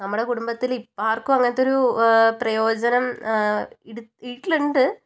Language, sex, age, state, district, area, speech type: Malayalam, female, 18-30, Kerala, Kozhikode, urban, spontaneous